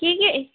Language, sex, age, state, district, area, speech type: Assamese, female, 45-60, Assam, Golaghat, rural, conversation